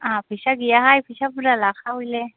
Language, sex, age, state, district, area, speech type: Bodo, female, 30-45, Assam, Kokrajhar, rural, conversation